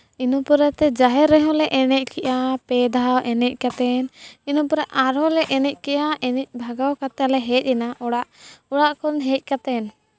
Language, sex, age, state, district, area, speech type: Santali, female, 18-30, Jharkhand, East Singhbhum, rural, spontaneous